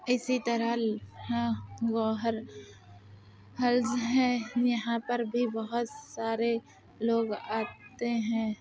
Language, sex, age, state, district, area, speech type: Urdu, female, 30-45, Uttar Pradesh, Lucknow, urban, spontaneous